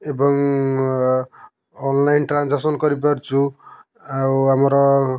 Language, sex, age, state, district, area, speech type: Odia, male, 30-45, Odisha, Kendujhar, urban, spontaneous